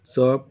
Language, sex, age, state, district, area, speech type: Bengali, male, 60+, West Bengal, Birbhum, urban, spontaneous